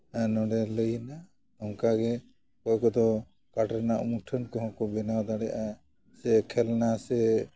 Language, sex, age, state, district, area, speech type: Santali, male, 60+, West Bengal, Jhargram, rural, spontaneous